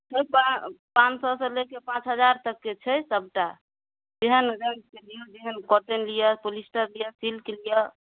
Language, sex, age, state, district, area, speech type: Maithili, female, 30-45, Bihar, Madhubani, rural, conversation